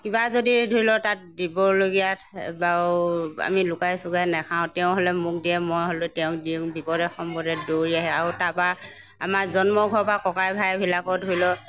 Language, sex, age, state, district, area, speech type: Assamese, female, 60+, Assam, Morigaon, rural, spontaneous